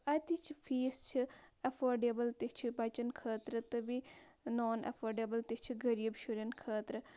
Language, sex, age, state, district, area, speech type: Kashmiri, female, 18-30, Jammu and Kashmir, Bandipora, rural, spontaneous